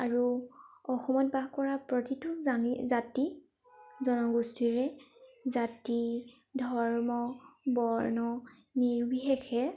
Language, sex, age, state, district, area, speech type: Assamese, female, 18-30, Assam, Tinsukia, urban, spontaneous